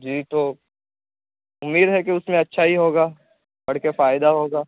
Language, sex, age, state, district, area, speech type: Urdu, male, 18-30, Bihar, Purnia, rural, conversation